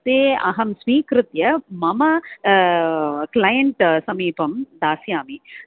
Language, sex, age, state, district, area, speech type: Sanskrit, female, 45-60, Tamil Nadu, Chennai, urban, conversation